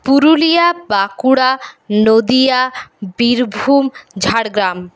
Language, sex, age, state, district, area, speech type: Bengali, female, 45-60, West Bengal, Purulia, rural, spontaneous